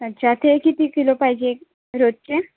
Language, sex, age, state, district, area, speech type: Marathi, female, 18-30, Maharashtra, Nagpur, urban, conversation